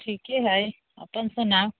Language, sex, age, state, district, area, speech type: Maithili, female, 30-45, Bihar, Sitamarhi, urban, conversation